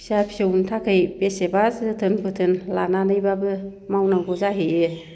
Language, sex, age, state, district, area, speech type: Bodo, female, 60+, Assam, Baksa, urban, spontaneous